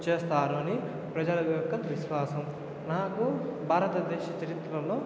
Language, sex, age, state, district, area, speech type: Telugu, male, 18-30, Andhra Pradesh, Chittoor, rural, spontaneous